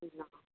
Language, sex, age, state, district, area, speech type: Bengali, female, 60+, West Bengal, Purba Medinipur, rural, conversation